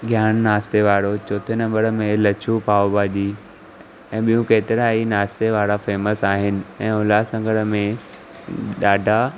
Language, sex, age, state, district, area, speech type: Sindhi, male, 18-30, Maharashtra, Thane, urban, spontaneous